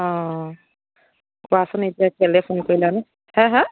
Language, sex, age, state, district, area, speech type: Assamese, female, 45-60, Assam, Dhemaji, rural, conversation